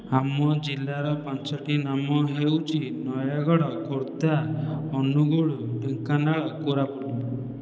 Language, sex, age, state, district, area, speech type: Odia, male, 18-30, Odisha, Khordha, rural, spontaneous